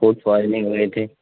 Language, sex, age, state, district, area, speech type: Urdu, male, 18-30, Bihar, Supaul, rural, conversation